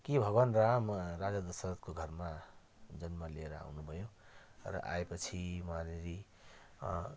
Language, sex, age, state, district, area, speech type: Nepali, male, 45-60, West Bengal, Jalpaiguri, rural, spontaneous